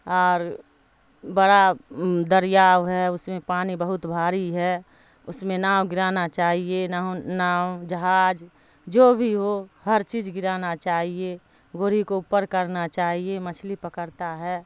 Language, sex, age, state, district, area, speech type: Urdu, female, 60+, Bihar, Darbhanga, rural, spontaneous